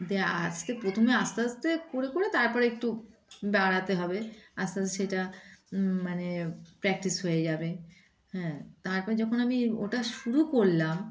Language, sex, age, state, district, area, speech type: Bengali, female, 45-60, West Bengal, Darjeeling, rural, spontaneous